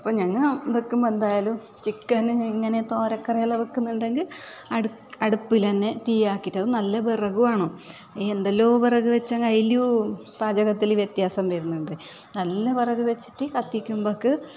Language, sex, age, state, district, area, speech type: Malayalam, female, 45-60, Kerala, Kasaragod, urban, spontaneous